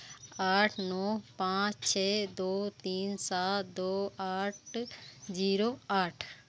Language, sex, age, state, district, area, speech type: Hindi, female, 45-60, Madhya Pradesh, Seoni, urban, read